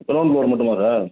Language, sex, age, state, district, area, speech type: Tamil, male, 45-60, Tamil Nadu, Tiruchirappalli, rural, conversation